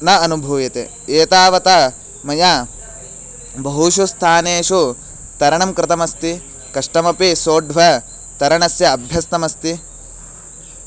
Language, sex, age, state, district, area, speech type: Sanskrit, male, 18-30, Karnataka, Bagalkot, rural, spontaneous